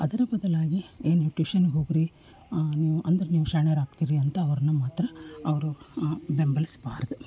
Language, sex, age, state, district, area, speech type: Kannada, female, 60+, Karnataka, Koppal, urban, spontaneous